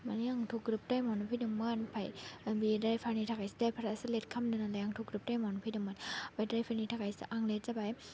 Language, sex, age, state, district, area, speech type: Bodo, female, 18-30, Assam, Baksa, rural, spontaneous